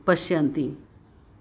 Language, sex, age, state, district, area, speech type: Sanskrit, female, 60+, Maharashtra, Nanded, urban, spontaneous